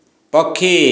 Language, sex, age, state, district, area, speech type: Odia, male, 45-60, Odisha, Dhenkanal, rural, read